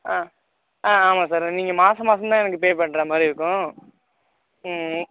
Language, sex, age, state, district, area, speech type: Tamil, male, 18-30, Tamil Nadu, Tiruvallur, rural, conversation